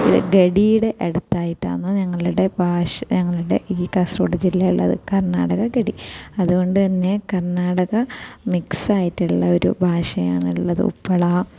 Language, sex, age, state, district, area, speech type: Malayalam, female, 30-45, Kerala, Kasaragod, rural, spontaneous